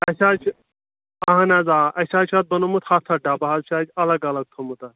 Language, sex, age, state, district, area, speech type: Kashmiri, male, 30-45, Jammu and Kashmir, Anantnag, rural, conversation